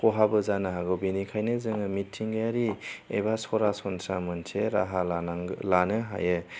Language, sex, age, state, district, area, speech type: Bodo, male, 30-45, Assam, Chirang, rural, spontaneous